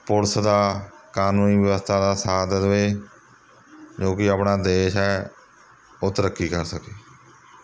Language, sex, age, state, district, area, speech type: Punjabi, male, 30-45, Punjab, Mohali, rural, spontaneous